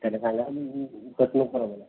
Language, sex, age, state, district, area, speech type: Marathi, male, 18-30, Maharashtra, Amravati, rural, conversation